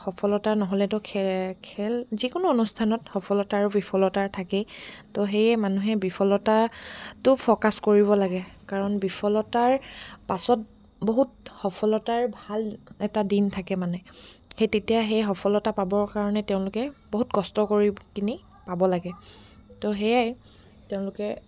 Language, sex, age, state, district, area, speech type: Assamese, female, 18-30, Assam, Dibrugarh, rural, spontaneous